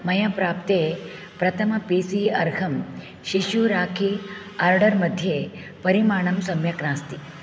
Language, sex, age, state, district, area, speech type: Sanskrit, female, 60+, Karnataka, Uttara Kannada, rural, read